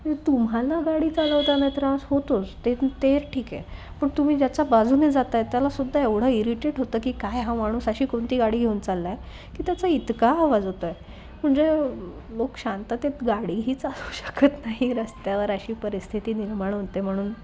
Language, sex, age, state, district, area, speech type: Marathi, female, 18-30, Maharashtra, Nashik, urban, spontaneous